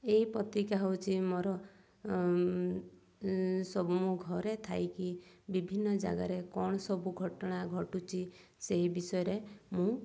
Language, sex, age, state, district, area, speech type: Odia, female, 30-45, Odisha, Mayurbhanj, rural, spontaneous